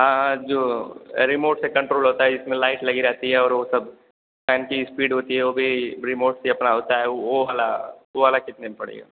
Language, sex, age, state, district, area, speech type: Hindi, male, 18-30, Uttar Pradesh, Azamgarh, rural, conversation